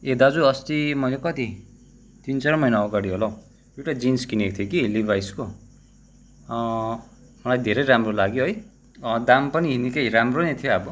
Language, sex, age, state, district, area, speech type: Nepali, male, 30-45, West Bengal, Kalimpong, rural, spontaneous